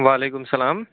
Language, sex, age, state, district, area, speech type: Kashmiri, male, 18-30, Jammu and Kashmir, Pulwama, urban, conversation